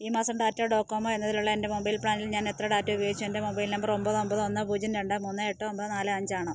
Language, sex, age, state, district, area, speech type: Malayalam, female, 45-60, Kerala, Idukki, rural, read